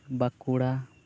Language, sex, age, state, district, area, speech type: Santali, male, 18-30, West Bengal, Uttar Dinajpur, rural, spontaneous